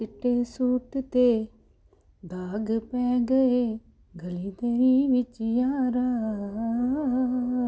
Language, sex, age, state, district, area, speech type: Punjabi, female, 45-60, Punjab, Ludhiana, urban, spontaneous